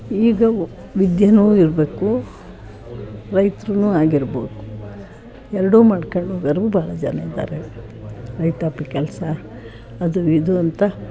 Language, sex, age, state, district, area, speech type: Kannada, female, 60+, Karnataka, Chitradurga, rural, spontaneous